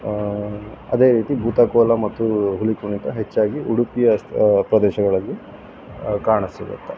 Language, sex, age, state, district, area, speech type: Kannada, male, 30-45, Karnataka, Udupi, rural, spontaneous